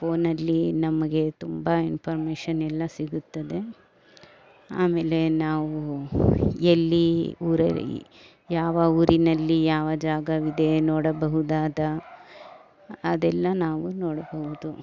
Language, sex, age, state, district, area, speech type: Kannada, female, 60+, Karnataka, Bangalore Urban, rural, spontaneous